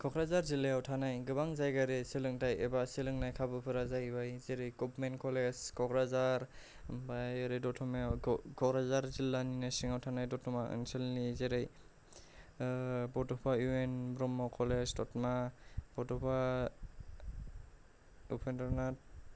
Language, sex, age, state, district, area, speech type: Bodo, male, 18-30, Assam, Kokrajhar, rural, spontaneous